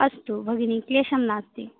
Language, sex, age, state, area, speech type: Sanskrit, female, 18-30, Assam, rural, conversation